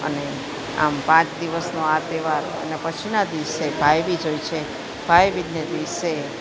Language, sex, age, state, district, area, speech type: Gujarati, female, 45-60, Gujarat, Junagadh, urban, spontaneous